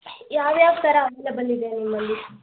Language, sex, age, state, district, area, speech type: Kannada, female, 18-30, Karnataka, Tumkur, urban, conversation